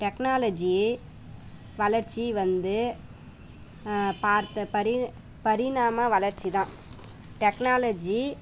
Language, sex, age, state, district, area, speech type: Tamil, female, 30-45, Tamil Nadu, Tiruvannamalai, rural, spontaneous